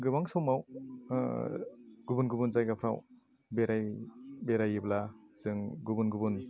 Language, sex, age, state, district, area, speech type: Bodo, male, 30-45, Assam, Chirang, rural, spontaneous